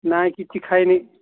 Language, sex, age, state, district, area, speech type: Odia, male, 45-60, Odisha, Nabarangpur, rural, conversation